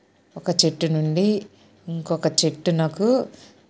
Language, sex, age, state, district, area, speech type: Telugu, female, 45-60, Andhra Pradesh, Nellore, rural, spontaneous